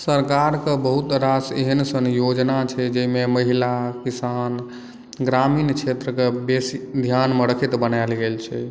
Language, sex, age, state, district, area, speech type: Maithili, male, 18-30, Bihar, Madhubani, rural, spontaneous